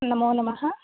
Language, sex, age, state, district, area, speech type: Sanskrit, female, 18-30, Maharashtra, Sindhudurg, rural, conversation